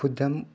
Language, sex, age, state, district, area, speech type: Manipuri, male, 18-30, Manipur, Chandel, rural, read